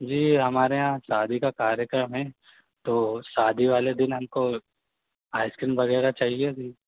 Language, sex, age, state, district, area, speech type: Hindi, male, 18-30, Madhya Pradesh, Harda, urban, conversation